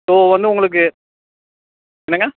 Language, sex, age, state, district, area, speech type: Tamil, male, 18-30, Tamil Nadu, Tiruppur, rural, conversation